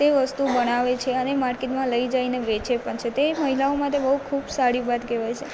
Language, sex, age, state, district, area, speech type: Gujarati, female, 18-30, Gujarat, Narmada, rural, spontaneous